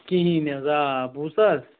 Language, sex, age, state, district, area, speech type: Kashmiri, male, 18-30, Jammu and Kashmir, Ganderbal, rural, conversation